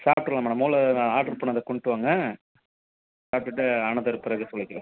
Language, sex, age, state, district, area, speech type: Tamil, male, 60+, Tamil Nadu, Ariyalur, rural, conversation